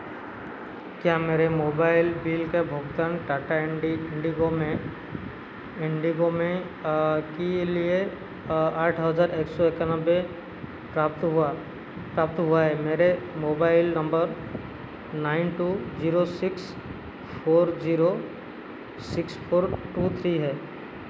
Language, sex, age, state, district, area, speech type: Hindi, male, 45-60, Madhya Pradesh, Seoni, rural, read